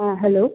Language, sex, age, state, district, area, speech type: Bengali, female, 18-30, West Bengal, Howrah, urban, conversation